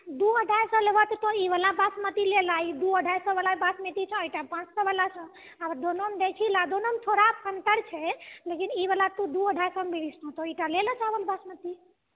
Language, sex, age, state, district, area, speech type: Maithili, female, 30-45, Bihar, Purnia, rural, conversation